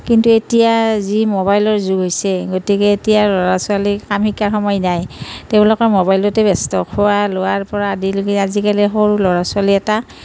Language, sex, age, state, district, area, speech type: Assamese, female, 45-60, Assam, Nalbari, rural, spontaneous